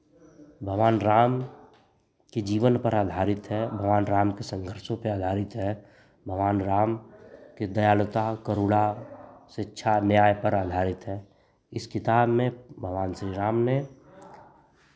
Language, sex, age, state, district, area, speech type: Hindi, male, 30-45, Uttar Pradesh, Chandauli, rural, spontaneous